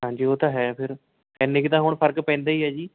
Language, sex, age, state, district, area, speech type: Punjabi, male, 18-30, Punjab, Shaheed Bhagat Singh Nagar, urban, conversation